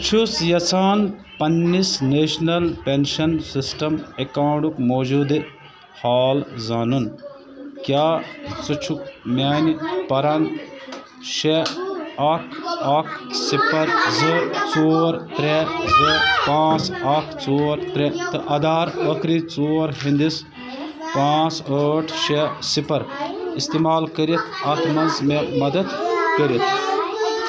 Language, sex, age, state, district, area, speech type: Kashmiri, male, 30-45, Jammu and Kashmir, Bandipora, rural, read